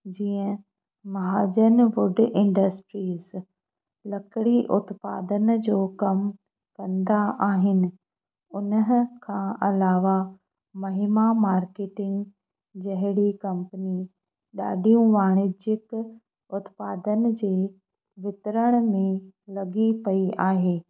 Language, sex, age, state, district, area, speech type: Sindhi, female, 30-45, Madhya Pradesh, Katni, rural, spontaneous